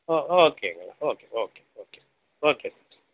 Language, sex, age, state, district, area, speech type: Tamil, male, 60+, Tamil Nadu, Madurai, rural, conversation